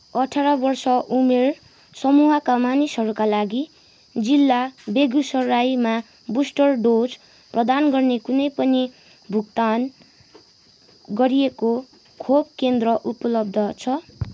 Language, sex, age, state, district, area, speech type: Nepali, female, 18-30, West Bengal, Kalimpong, rural, read